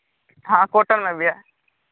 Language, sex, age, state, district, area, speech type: Hindi, male, 30-45, Bihar, Madhepura, rural, conversation